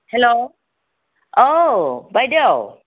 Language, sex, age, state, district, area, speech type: Bodo, female, 60+, Assam, Udalguri, urban, conversation